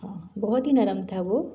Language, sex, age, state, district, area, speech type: Hindi, female, 45-60, Madhya Pradesh, Jabalpur, urban, spontaneous